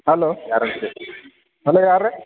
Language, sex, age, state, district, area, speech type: Kannada, male, 45-60, Karnataka, Belgaum, rural, conversation